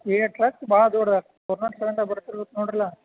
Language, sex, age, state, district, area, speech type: Kannada, male, 45-60, Karnataka, Belgaum, rural, conversation